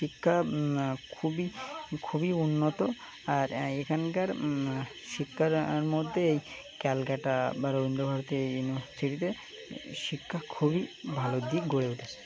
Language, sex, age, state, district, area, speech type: Bengali, male, 18-30, West Bengal, Birbhum, urban, spontaneous